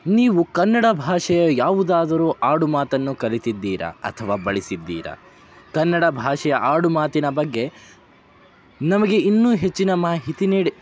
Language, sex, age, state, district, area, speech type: Kannada, male, 18-30, Karnataka, Dharwad, urban, spontaneous